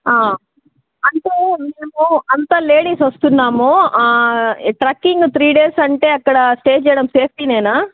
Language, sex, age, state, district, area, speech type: Telugu, female, 45-60, Andhra Pradesh, Sri Balaji, rural, conversation